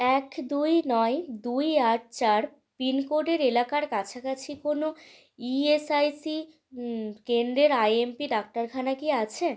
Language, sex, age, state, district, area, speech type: Bengali, female, 18-30, West Bengal, Malda, rural, read